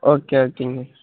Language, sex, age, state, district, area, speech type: Tamil, male, 18-30, Tamil Nadu, Namakkal, rural, conversation